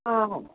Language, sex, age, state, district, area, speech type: Sanskrit, female, 30-45, Tamil Nadu, Chennai, urban, conversation